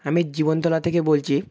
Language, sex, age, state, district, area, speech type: Bengali, male, 18-30, West Bengal, South 24 Parganas, rural, spontaneous